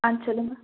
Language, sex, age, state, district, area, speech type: Tamil, female, 18-30, Tamil Nadu, Madurai, urban, conversation